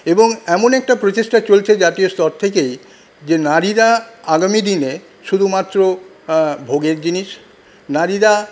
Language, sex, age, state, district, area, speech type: Bengali, male, 45-60, West Bengal, Paschim Bardhaman, rural, spontaneous